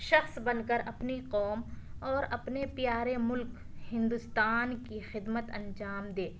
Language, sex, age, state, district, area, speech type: Urdu, female, 18-30, Delhi, South Delhi, urban, spontaneous